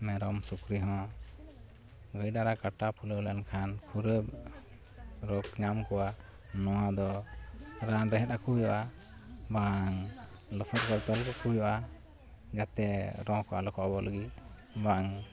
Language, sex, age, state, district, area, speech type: Santali, male, 45-60, West Bengal, Malda, rural, spontaneous